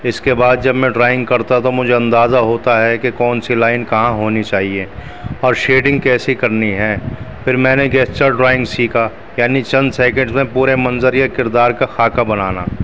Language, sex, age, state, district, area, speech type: Urdu, male, 30-45, Delhi, New Delhi, urban, spontaneous